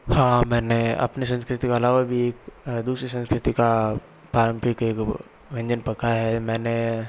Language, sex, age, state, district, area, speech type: Hindi, male, 60+, Rajasthan, Jodhpur, urban, spontaneous